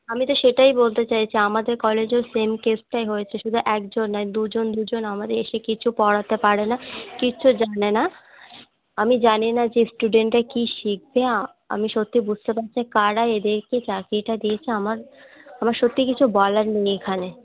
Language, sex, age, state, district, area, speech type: Bengali, female, 18-30, West Bengal, Uttar Dinajpur, urban, conversation